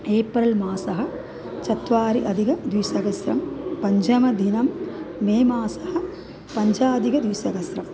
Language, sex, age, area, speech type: Sanskrit, female, 45-60, urban, spontaneous